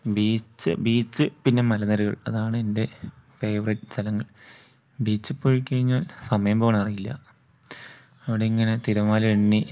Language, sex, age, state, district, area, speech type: Malayalam, male, 18-30, Kerala, Wayanad, rural, spontaneous